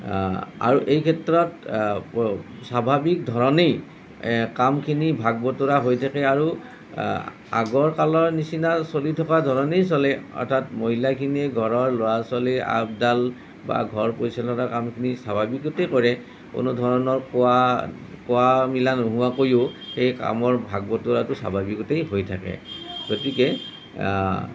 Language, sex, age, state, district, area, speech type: Assamese, male, 45-60, Assam, Nalbari, rural, spontaneous